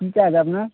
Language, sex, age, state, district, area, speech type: Bengali, male, 30-45, West Bengal, Birbhum, urban, conversation